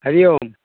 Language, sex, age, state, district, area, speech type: Bengali, male, 60+, West Bengal, Hooghly, rural, conversation